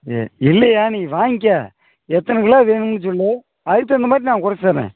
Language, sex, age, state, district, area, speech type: Tamil, male, 30-45, Tamil Nadu, Madurai, rural, conversation